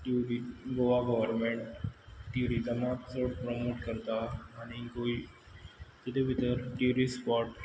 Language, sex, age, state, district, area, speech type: Goan Konkani, male, 18-30, Goa, Quepem, urban, spontaneous